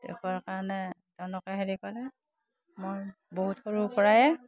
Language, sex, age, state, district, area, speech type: Assamese, female, 60+, Assam, Udalguri, rural, spontaneous